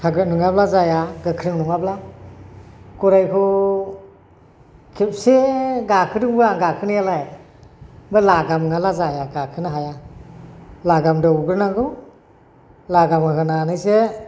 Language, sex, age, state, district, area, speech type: Bodo, male, 60+, Assam, Chirang, urban, spontaneous